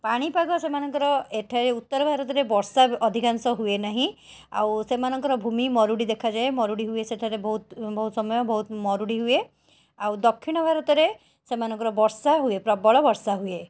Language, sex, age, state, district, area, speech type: Odia, female, 30-45, Odisha, Cuttack, urban, spontaneous